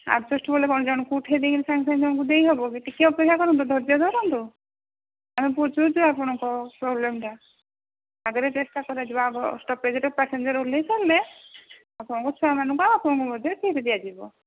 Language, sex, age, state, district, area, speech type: Odia, female, 45-60, Odisha, Angul, rural, conversation